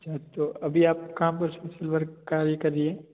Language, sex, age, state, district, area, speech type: Hindi, male, 30-45, Rajasthan, Jodhpur, urban, conversation